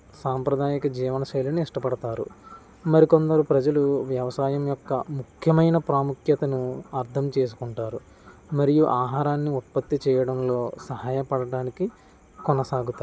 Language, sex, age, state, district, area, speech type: Telugu, male, 30-45, Andhra Pradesh, Kakinada, rural, spontaneous